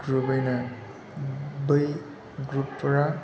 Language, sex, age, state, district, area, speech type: Bodo, male, 30-45, Assam, Chirang, rural, spontaneous